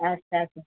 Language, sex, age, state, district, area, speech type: Odia, female, 45-60, Odisha, Sundergarh, rural, conversation